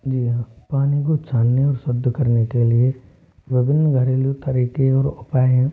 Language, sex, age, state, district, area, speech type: Hindi, male, 45-60, Rajasthan, Jodhpur, urban, spontaneous